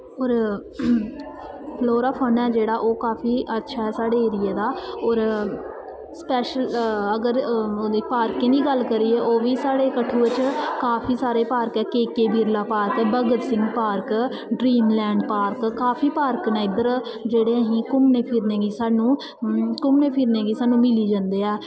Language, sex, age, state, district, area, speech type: Dogri, female, 18-30, Jammu and Kashmir, Kathua, rural, spontaneous